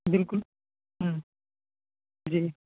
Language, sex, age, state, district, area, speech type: Hindi, male, 18-30, Bihar, Muzaffarpur, urban, conversation